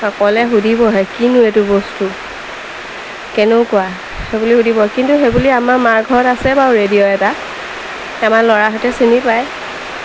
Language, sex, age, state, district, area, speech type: Assamese, female, 30-45, Assam, Lakhimpur, rural, spontaneous